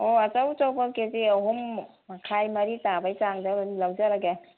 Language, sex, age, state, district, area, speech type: Manipuri, female, 60+, Manipur, Kangpokpi, urban, conversation